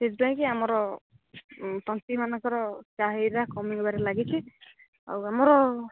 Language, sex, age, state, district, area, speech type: Odia, female, 18-30, Odisha, Jagatsinghpur, rural, conversation